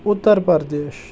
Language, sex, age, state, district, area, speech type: Kashmiri, male, 18-30, Jammu and Kashmir, Srinagar, urban, spontaneous